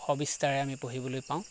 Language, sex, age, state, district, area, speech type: Assamese, male, 30-45, Assam, Lakhimpur, rural, spontaneous